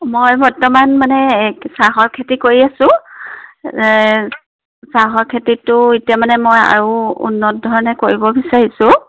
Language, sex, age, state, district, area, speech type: Assamese, female, 45-60, Assam, Dibrugarh, rural, conversation